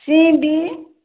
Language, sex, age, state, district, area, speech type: Nepali, female, 45-60, West Bengal, Kalimpong, rural, conversation